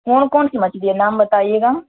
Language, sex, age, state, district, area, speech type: Urdu, female, 18-30, Bihar, Khagaria, rural, conversation